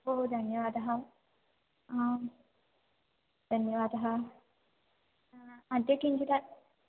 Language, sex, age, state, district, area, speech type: Sanskrit, female, 18-30, Kerala, Thrissur, urban, conversation